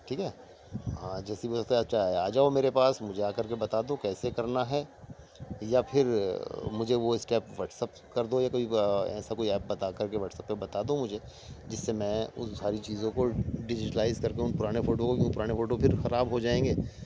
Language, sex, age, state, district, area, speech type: Urdu, male, 45-60, Delhi, East Delhi, urban, spontaneous